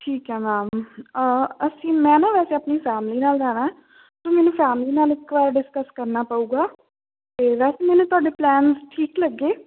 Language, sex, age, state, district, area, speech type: Punjabi, female, 18-30, Punjab, Patiala, rural, conversation